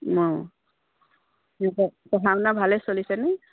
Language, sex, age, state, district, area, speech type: Assamese, female, 45-60, Assam, Dibrugarh, rural, conversation